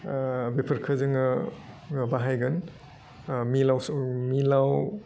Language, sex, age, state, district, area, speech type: Bodo, male, 45-60, Assam, Udalguri, urban, spontaneous